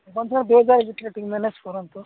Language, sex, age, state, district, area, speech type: Odia, male, 45-60, Odisha, Nabarangpur, rural, conversation